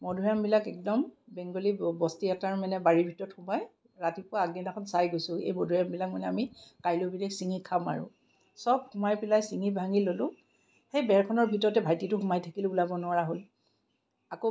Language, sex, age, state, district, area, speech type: Assamese, female, 45-60, Assam, Kamrup Metropolitan, urban, spontaneous